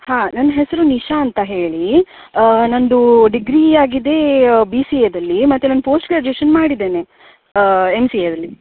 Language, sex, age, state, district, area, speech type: Kannada, female, 30-45, Karnataka, Udupi, rural, conversation